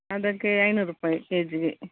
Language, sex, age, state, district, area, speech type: Kannada, female, 60+, Karnataka, Udupi, rural, conversation